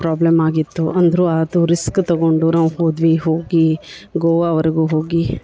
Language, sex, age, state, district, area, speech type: Kannada, female, 60+, Karnataka, Dharwad, rural, spontaneous